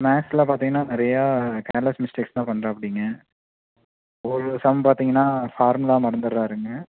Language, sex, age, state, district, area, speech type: Tamil, male, 30-45, Tamil Nadu, Tiruppur, rural, conversation